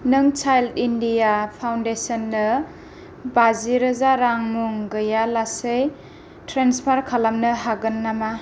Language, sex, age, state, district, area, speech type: Bodo, female, 18-30, Assam, Kokrajhar, rural, read